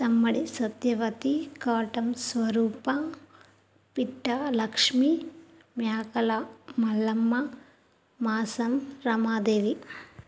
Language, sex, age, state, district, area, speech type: Telugu, female, 30-45, Telangana, Karimnagar, rural, spontaneous